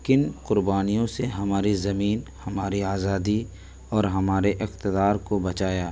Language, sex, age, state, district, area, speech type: Urdu, male, 18-30, Delhi, New Delhi, rural, spontaneous